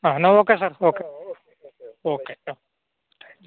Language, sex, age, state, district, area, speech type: Malayalam, male, 45-60, Kerala, Idukki, rural, conversation